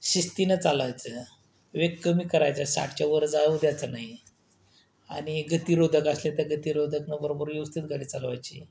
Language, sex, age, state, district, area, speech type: Marathi, male, 30-45, Maharashtra, Buldhana, rural, spontaneous